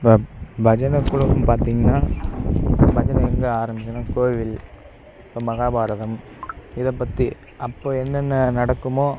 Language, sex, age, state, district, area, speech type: Tamil, male, 18-30, Tamil Nadu, Kallakurichi, rural, spontaneous